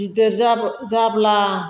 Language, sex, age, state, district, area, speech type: Bodo, female, 60+, Assam, Chirang, rural, spontaneous